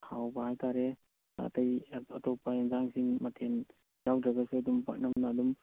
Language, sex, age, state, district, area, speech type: Manipuri, male, 30-45, Manipur, Kakching, rural, conversation